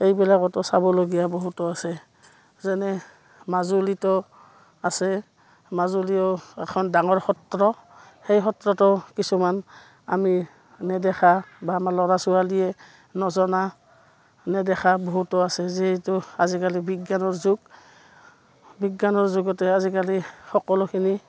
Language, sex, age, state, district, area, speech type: Assamese, female, 45-60, Assam, Udalguri, rural, spontaneous